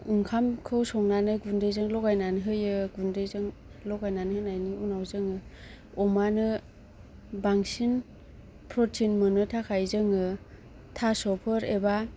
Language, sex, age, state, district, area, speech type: Bodo, female, 18-30, Assam, Kokrajhar, rural, spontaneous